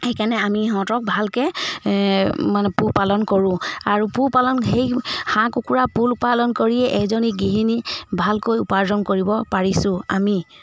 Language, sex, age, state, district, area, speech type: Assamese, female, 30-45, Assam, Charaideo, rural, spontaneous